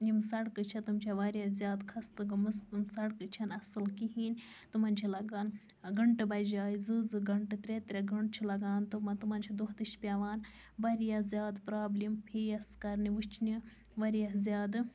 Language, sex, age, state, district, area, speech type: Kashmiri, female, 60+, Jammu and Kashmir, Baramulla, rural, spontaneous